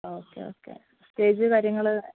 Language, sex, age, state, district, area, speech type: Malayalam, female, 30-45, Kerala, Palakkad, urban, conversation